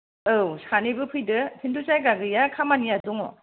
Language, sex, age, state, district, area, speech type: Bodo, female, 60+, Assam, Kokrajhar, rural, conversation